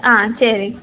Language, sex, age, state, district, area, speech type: Tamil, female, 30-45, Tamil Nadu, Cuddalore, rural, conversation